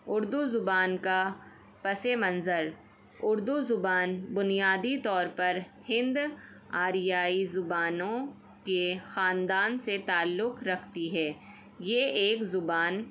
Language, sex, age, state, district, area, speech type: Urdu, female, 30-45, Uttar Pradesh, Ghaziabad, urban, spontaneous